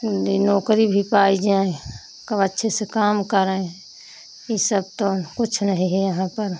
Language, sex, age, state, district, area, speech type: Hindi, female, 30-45, Uttar Pradesh, Pratapgarh, rural, spontaneous